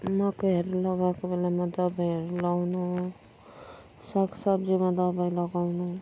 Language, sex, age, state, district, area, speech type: Nepali, female, 30-45, West Bengal, Kalimpong, rural, spontaneous